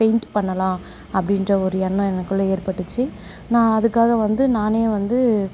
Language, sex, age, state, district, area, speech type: Tamil, female, 18-30, Tamil Nadu, Perambalur, rural, spontaneous